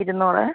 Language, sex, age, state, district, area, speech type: Malayalam, female, 45-60, Kerala, Kozhikode, urban, conversation